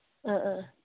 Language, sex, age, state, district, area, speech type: Manipuri, female, 45-60, Manipur, Kangpokpi, rural, conversation